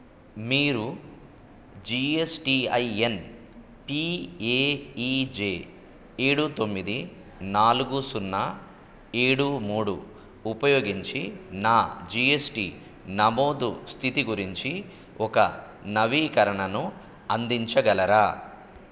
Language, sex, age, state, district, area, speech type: Telugu, male, 45-60, Andhra Pradesh, Nellore, urban, read